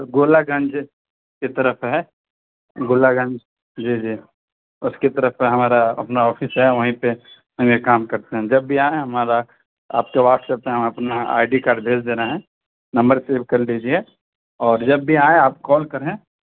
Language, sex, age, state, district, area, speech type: Urdu, male, 18-30, Uttar Pradesh, Saharanpur, urban, conversation